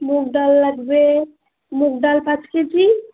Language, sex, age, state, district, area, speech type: Bengali, female, 18-30, West Bengal, Alipurduar, rural, conversation